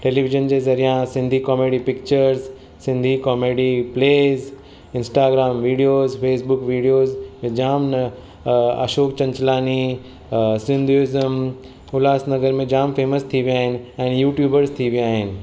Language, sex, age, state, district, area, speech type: Sindhi, male, 45-60, Maharashtra, Mumbai Suburban, urban, spontaneous